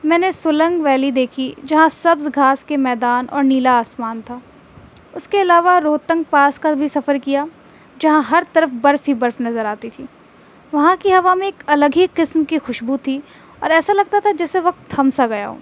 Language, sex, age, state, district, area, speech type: Urdu, female, 18-30, Delhi, North East Delhi, urban, spontaneous